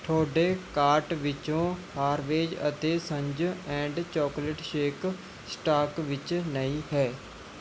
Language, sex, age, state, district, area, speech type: Punjabi, male, 18-30, Punjab, Mohali, rural, read